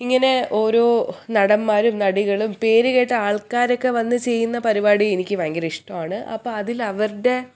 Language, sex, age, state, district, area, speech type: Malayalam, female, 18-30, Kerala, Thiruvananthapuram, urban, spontaneous